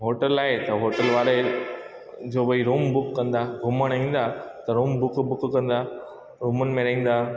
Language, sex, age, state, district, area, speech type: Sindhi, male, 30-45, Gujarat, Kutch, rural, spontaneous